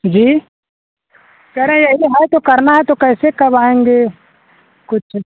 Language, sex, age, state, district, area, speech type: Hindi, male, 18-30, Uttar Pradesh, Azamgarh, rural, conversation